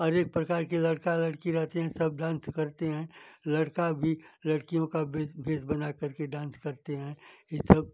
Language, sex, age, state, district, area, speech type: Hindi, male, 60+, Uttar Pradesh, Ghazipur, rural, spontaneous